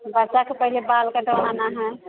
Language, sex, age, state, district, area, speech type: Maithili, female, 30-45, Bihar, Sitamarhi, rural, conversation